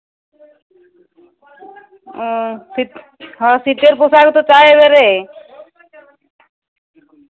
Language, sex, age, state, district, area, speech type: Bengali, female, 18-30, West Bengal, Uttar Dinajpur, urban, conversation